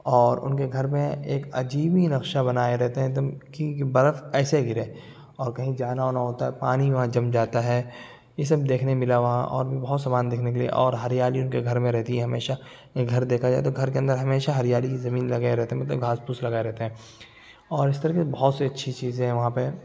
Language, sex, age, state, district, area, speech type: Urdu, male, 18-30, Uttar Pradesh, Lucknow, urban, spontaneous